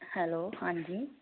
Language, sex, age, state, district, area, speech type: Punjabi, female, 18-30, Punjab, Fazilka, rural, conversation